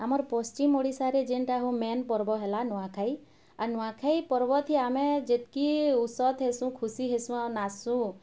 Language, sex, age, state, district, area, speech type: Odia, female, 30-45, Odisha, Bargarh, urban, spontaneous